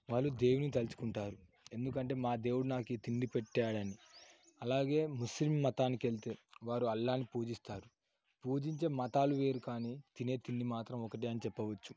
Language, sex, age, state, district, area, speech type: Telugu, male, 18-30, Telangana, Yadadri Bhuvanagiri, urban, spontaneous